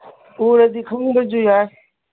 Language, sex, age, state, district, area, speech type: Manipuri, female, 45-60, Manipur, Imphal East, rural, conversation